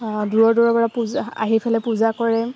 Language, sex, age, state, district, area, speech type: Assamese, female, 18-30, Assam, Udalguri, rural, spontaneous